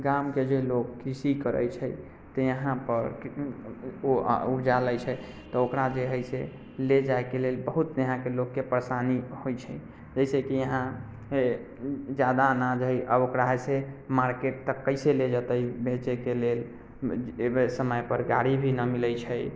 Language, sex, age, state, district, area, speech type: Maithili, male, 18-30, Bihar, Muzaffarpur, rural, spontaneous